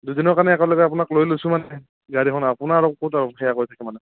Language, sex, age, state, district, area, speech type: Assamese, male, 45-60, Assam, Morigaon, rural, conversation